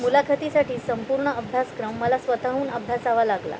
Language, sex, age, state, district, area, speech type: Marathi, female, 45-60, Maharashtra, Thane, urban, read